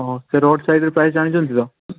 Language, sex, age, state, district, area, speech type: Odia, male, 18-30, Odisha, Balasore, rural, conversation